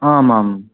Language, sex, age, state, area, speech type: Sanskrit, male, 18-30, Haryana, rural, conversation